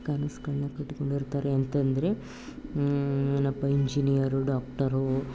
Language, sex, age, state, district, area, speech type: Kannada, female, 18-30, Karnataka, Chamarajanagar, rural, spontaneous